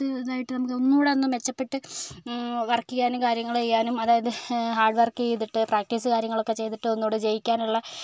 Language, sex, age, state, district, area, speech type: Malayalam, female, 45-60, Kerala, Kozhikode, urban, spontaneous